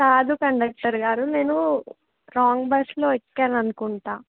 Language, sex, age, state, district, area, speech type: Telugu, female, 18-30, Telangana, Ranga Reddy, rural, conversation